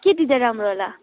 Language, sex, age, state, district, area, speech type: Nepali, female, 18-30, West Bengal, Kalimpong, rural, conversation